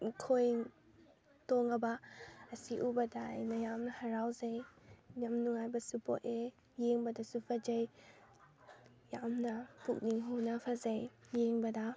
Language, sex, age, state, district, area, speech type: Manipuri, female, 18-30, Manipur, Kakching, rural, spontaneous